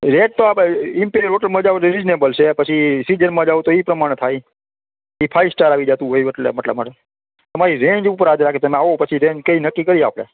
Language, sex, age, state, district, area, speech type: Gujarati, male, 45-60, Gujarat, Rajkot, rural, conversation